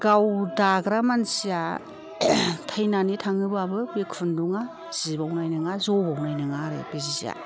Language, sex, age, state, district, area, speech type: Bodo, female, 60+, Assam, Kokrajhar, rural, spontaneous